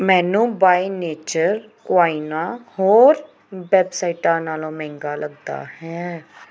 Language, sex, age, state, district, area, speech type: Punjabi, female, 30-45, Punjab, Pathankot, rural, read